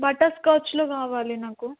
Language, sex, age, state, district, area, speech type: Telugu, female, 18-30, Telangana, Narayanpet, rural, conversation